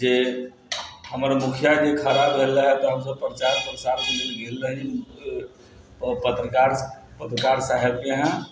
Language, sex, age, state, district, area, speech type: Maithili, male, 30-45, Bihar, Sitamarhi, rural, spontaneous